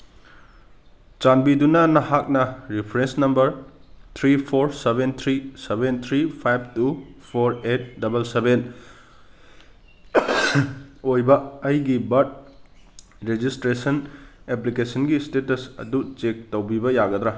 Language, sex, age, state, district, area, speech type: Manipuri, male, 30-45, Manipur, Kangpokpi, urban, read